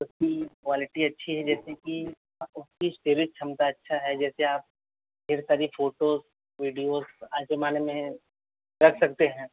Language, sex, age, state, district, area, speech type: Hindi, male, 18-30, Uttar Pradesh, Azamgarh, rural, conversation